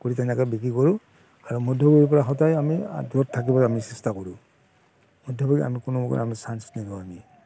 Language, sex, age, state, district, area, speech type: Assamese, male, 45-60, Assam, Barpeta, rural, spontaneous